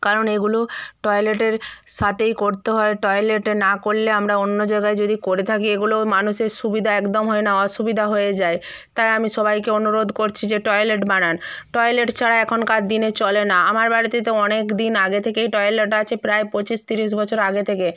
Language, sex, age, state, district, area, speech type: Bengali, female, 45-60, West Bengal, Purba Medinipur, rural, spontaneous